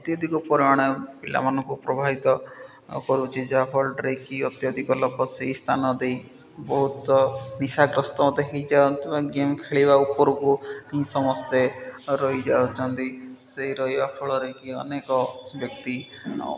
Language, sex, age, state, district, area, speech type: Odia, male, 30-45, Odisha, Malkangiri, urban, spontaneous